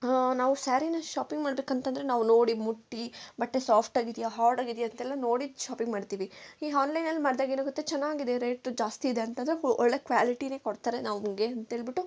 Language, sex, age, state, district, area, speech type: Kannada, female, 18-30, Karnataka, Kolar, rural, spontaneous